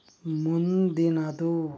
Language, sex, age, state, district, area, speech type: Kannada, male, 18-30, Karnataka, Chikkaballapur, rural, read